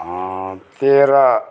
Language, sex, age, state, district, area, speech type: Nepali, male, 60+, West Bengal, Darjeeling, rural, spontaneous